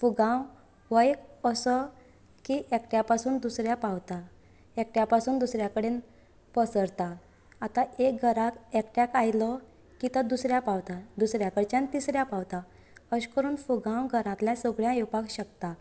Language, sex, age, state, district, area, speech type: Goan Konkani, female, 18-30, Goa, Canacona, rural, spontaneous